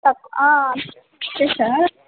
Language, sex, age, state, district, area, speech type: Telugu, female, 18-30, Telangana, Sangareddy, rural, conversation